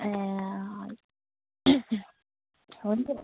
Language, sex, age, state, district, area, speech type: Nepali, female, 18-30, West Bengal, Jalpaiguri, rural, conversation